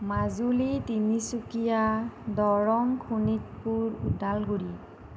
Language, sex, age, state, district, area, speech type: Assamese, female, 45-60, Assam, Nagaon, rural, spontaneous